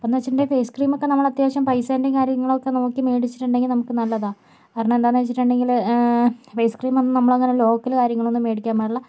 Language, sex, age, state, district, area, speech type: Malayalam, female, 30-45, Kerala, Kozhikode, urban, spontaneous